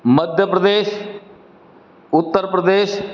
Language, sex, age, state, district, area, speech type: Sindhi, male, 60+, Madhya Pradesh, Katni, urban, spontaneous